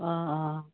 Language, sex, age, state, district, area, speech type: Assamese, female, 30-45, Assam, Barpeta, rural, conversation